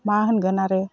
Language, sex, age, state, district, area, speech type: Bodo, female, 45-60, Assam, Udalguri, rural, spontaneous